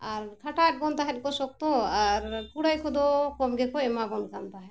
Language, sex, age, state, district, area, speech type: Santali, female, 45-60, Jharkhand, Bokaro, rural, spontaneous